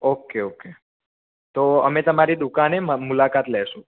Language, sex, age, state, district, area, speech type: Gujarati, male, 30-45, Gujarat, Mehsana, rural, conversation